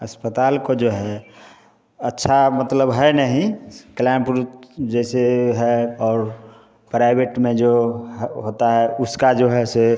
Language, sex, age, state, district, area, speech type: Hindi, male, 45-60, Bihar, Samastipur, urban, spontaneous